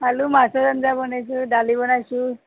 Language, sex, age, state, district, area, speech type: Assamese, female, 30-45, Assam, Nalbari, rural, conversation